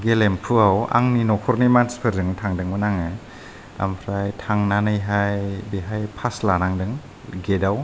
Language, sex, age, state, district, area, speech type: Bodo, male, 30-45, Assam, Kokrajhar, rural, spontaneous